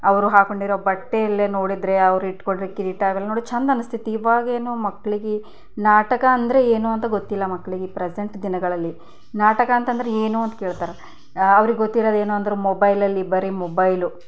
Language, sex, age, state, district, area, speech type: Kannada, female, 30-45, Karnataka, Bidar, rural, spontaneous